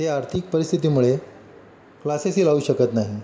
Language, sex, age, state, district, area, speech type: Marathi, male, 45-60, Maharashtra, Mumbai City, urban, spontaneous